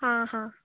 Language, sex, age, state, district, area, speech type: Goan Konkani, female, 18-30, Goa, Canacona, rural, conversation